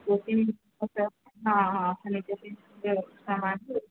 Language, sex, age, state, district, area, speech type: Hindi, female, 45-60, Uttar Pradesh, Azamgarh, rural, conversation